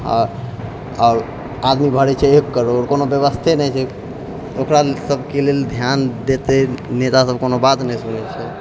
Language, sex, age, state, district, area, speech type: Maithili, male, 60+, Bihar, Purnia, urban, spontaneous